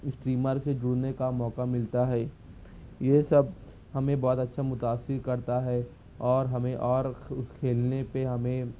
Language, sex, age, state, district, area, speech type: Urdu, male, 18-30, Maharashtra, Nashik, urban, spontaneous